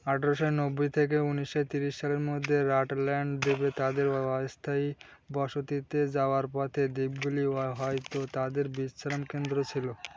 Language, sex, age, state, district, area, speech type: Bengali, male, 18-30, West Bengal, Birbhum, urban, read